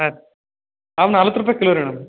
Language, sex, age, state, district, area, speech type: Kannada, male, 18-30, Karnataka, Belgaum, rural, conversation